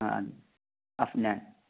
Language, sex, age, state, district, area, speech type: Malayalam, male, 18-30, Kerala, Kozhikode, rural, conversation